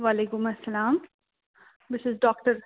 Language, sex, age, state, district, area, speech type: Kashmiri, male, 18-30, Jammu and Kashmir, Srinagar, urban, conversation